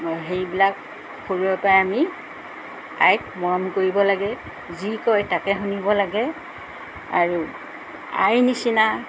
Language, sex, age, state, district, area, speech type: Assamese, female, 60+, Assam, Golaghat, urban, spontaneous